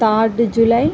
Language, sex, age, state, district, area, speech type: Telugu, female, 18-30, Andhra Pradesh, Srikakulam, rural, spontaneous